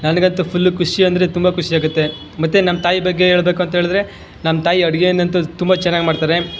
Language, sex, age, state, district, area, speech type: Kannada, male, 18-30, Karnataka, Chamarajanagar, rural, spontaneous